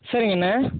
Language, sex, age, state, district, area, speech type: Tamil, male, 30-45, Tamil Nadu, Mayiladuthurai, rural, conversation